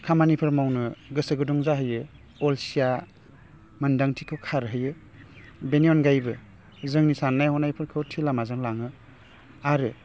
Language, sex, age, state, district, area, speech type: Bodo, male, 30-45, Assam, Baksa, urban, spontaneous